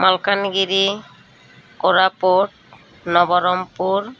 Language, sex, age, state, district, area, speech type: Odia, female, 45-60, Odisha, Malkangiri, urban, spontaneous